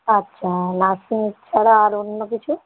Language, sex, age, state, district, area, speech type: Bengali, female, 30-45, West Bengal, Howrah, urban, conversation